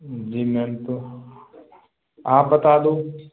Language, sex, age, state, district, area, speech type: Hindi, male, 18-30, Madhya Pradesh, Gwalior, rural, conversation